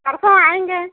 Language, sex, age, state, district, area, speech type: Hindi, female, 45-60, Uttar Pradesh, Ayodhya, rural, conversation